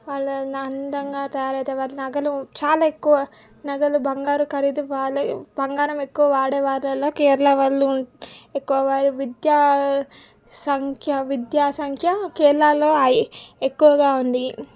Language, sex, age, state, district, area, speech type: Telugu, female, 18-30, Telangana, Medak, rural, spontaneous